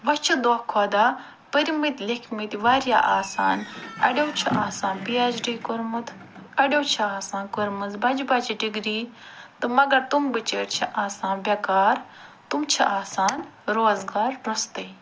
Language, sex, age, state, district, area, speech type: Kashmiri, female, 45-60, Jammu and Kashmir, Ganderbal, urban, spontaneous